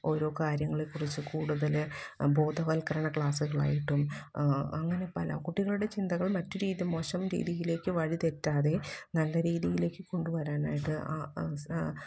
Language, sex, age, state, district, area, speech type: Malayalam, female, 30-45, Kerala, Ernakulam, rural, spontaneous